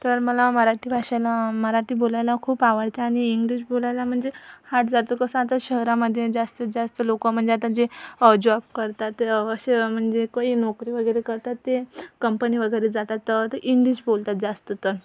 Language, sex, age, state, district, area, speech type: Marathi, female, 18-30, Maharashtra, Amravati, urban, spontaneous